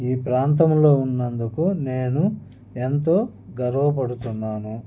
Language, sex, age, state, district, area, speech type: Telugu, male, 30-45, Andhra Pradesh, Annamaya, rural, spontaneous